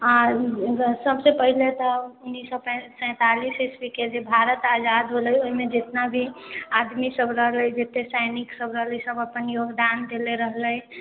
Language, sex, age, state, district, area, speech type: Maithili, female, 18-30, Bihar, Sitamarhi, urban, conversation